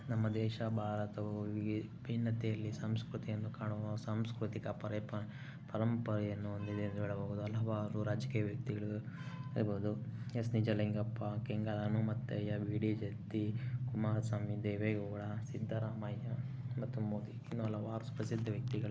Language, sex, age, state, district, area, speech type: Kannada, male, 30-45, Karnataka, Chikkaballapur, rural, spontaneous